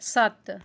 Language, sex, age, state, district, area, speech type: Punjabi, female, 30-45, Punjab, Rupnagar, rural, read